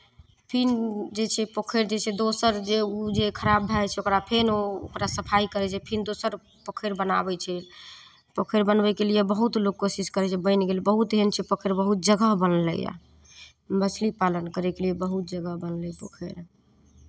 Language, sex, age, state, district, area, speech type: Maithili, female, 30-45, Bihar, Madhepura, rural, spontaneous